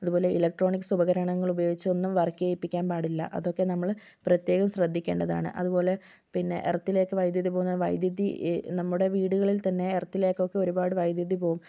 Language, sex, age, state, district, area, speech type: Malayalam, female, 18-30, Kerala, Kozhikode, urban, spontaneous